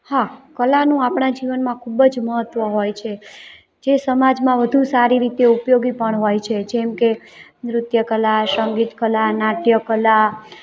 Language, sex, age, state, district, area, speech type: Gujarati, female, 30-45, Gujarat, Morbi, urban, spontaneous